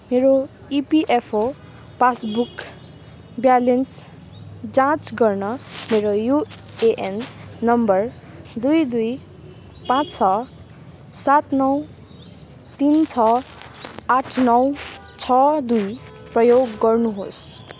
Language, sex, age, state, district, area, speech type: Nepali, female, 30-45, West Bengal, Darjeeling, rural, read